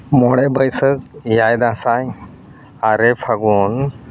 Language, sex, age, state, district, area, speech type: Santali, male, 30-45, Jharkhand, East Singhbhum, rural, spontaneous